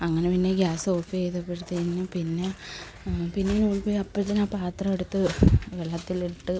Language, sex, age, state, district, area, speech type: Malayalam, female, 18-30, Kerala, Kollam, urban, spontaneous